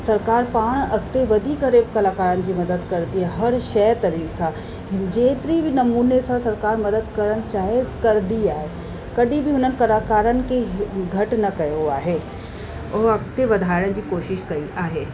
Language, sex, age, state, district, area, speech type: Sindhi, female, 45-60, Uttar Pradesh, Lucknow, urban, spontaneous